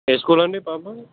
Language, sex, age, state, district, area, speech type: Telugu, male, 30-45, Telangana, Peddapalli, urban, conversation